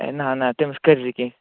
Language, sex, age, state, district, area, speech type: Kashmiri, male, 18-30, Jammu and Kashmir, Kupwara, rural, conversation